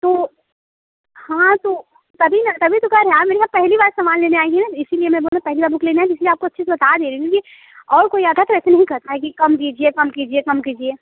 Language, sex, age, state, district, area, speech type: Hindi, female, 18-30, Uttar Pradesh, Prayagraj, rural, conversation